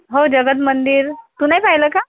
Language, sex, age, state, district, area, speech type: Marathi, female, 30-45, Maharashtra, Yavatmal, rural, conversation